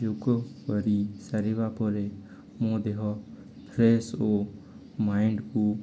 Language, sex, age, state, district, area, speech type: Odia, male, 18-30, Odisha, Nuapada, urban, spontaneous